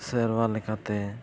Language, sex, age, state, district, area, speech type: Santali, male, 18-30, Jharkhand, East Singhbhum, rural, spontaneous